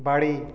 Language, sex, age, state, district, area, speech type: Bengali, male, 30-45, West Bengal, Purulia, rural, read